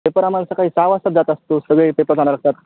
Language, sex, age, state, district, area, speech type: Marathi, male, 18-30, Maharashtra, Nanded, rural, conversation